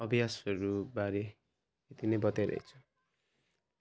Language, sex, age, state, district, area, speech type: Nepali, male, 18-30, West Bengal, Jalpaiguri, rural, spontaneous